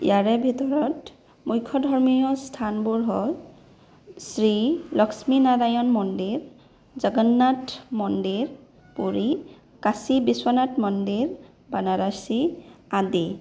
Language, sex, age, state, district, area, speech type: Assamese, female, 18-30, Assam, Sonitpur, rural, spontaneous